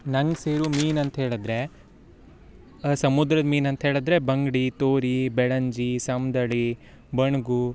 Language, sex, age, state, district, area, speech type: Kannada, male, 18-30, Karnataka, Uttara Kannada, rural, spontaneous